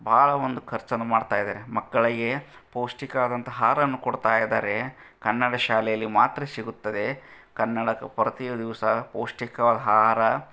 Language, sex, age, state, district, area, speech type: Kannada, male, 45-60, Karnataka, Gadag, rural, spontaneous